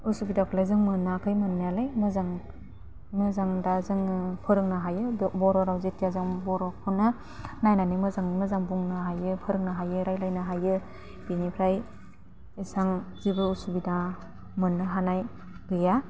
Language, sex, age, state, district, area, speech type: Bodo, female, 30-45, Assam, Udalguri, rural, spontaneous